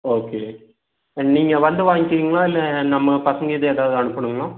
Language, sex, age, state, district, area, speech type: Tamil, male, 30-45, Tamil Nadu, Erode, rural, conversation